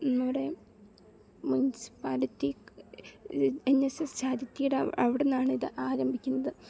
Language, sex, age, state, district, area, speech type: Malayalam, female, 18-30, Kerala, Alappuzha, rural, spontaneous